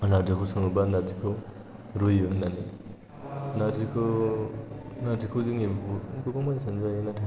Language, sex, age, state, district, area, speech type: Bodo, male, 18-30, Assam, Chirang, rural, spontaneous